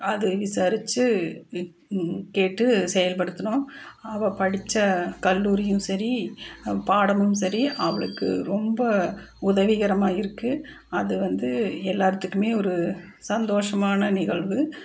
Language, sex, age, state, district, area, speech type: Tamil, female, 45-60, Tamil Nadu, Coimbatore, urban, spontaneous